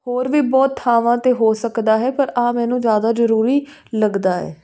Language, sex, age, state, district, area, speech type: Punjabi, female, 18-30, Punjab, Fazilka, rural, spontaneous